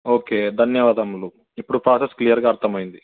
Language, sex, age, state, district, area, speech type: Telugu, male, 18-30, Andhra Pradesh, Sri Satya Sai, urban, conversation